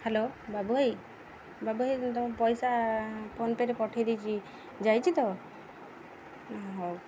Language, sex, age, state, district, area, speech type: Odia, female, 30-45, Odisha, Jagatsinghpur, rural, spontaneous